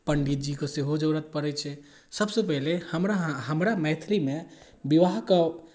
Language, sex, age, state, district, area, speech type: Maithili, male, 18-30, Bihar, Darbhanga, rural, spontaneous